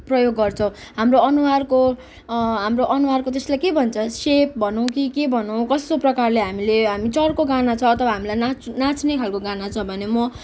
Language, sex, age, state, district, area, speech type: Nepali, female, 18-30, West Bengal, Kalimpong, rural, spontaneous